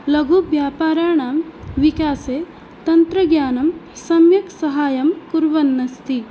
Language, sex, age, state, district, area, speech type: Sanskrit, female, 18-30, Assam, Biswanath, rural, spontaneous